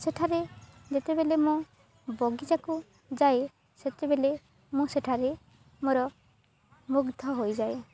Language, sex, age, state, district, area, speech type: Odia, female, 18-30, Odisha, Balangir, urban, spontaneous